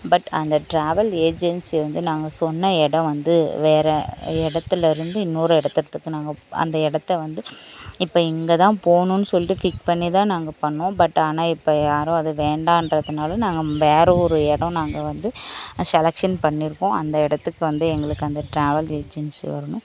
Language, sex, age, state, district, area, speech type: Tamil, female, 18-30, Tamil Nadu, Dharmapuri, rural, spontaneous